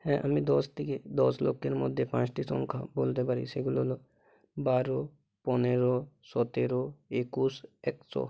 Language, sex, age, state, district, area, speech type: Bengali, male, 45-60, West Bengal, Bankura, urban, spontaneous